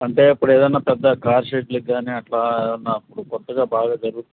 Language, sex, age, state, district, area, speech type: Telugu, male, 60+, Andhra Pradesh, Nandyal, urban, conversation